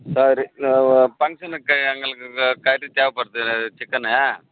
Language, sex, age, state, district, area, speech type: Tamil, male, 45-60, Tamil Nadu, Tiruvannamalai, rural, conversation